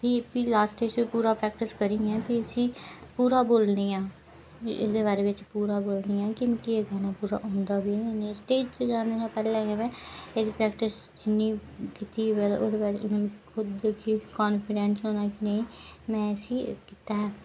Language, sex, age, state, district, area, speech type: Dogri, female, 18-30, Jammu and Kashmir, Udhampur, rural, spontaneous